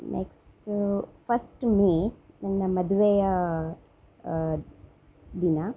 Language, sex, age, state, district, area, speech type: Kannada, female, 30-45, Karnataka, Udupi, rural, spontaneous